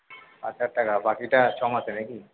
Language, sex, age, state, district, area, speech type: Bengali, male, 30-45, West Bengal, Paschim Bardhaman, urban, conversation